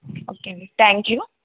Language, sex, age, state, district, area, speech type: Telugu, female, 18-30, Andhra Pradesh, Krishna, urban, conversation